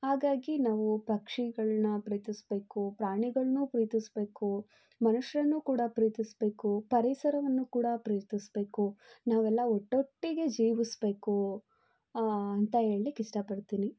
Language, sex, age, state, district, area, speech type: Kannada, female, 18-30, Karnataka, Chitradurga, rural, spontaneous